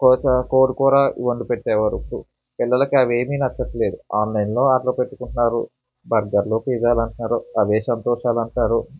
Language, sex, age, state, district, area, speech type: Telugu, male, 45-60, Andhra Pradesh, Eluru, rural, spontaneous